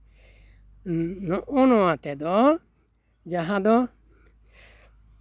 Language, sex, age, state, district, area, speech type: Santali, male, 60+, West Bengal, Bankura, rural, spontaneous